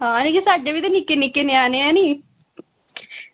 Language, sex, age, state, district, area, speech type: Dogri, female, 18-30, Jammu and Kashmir, Udhampur, rural, conversation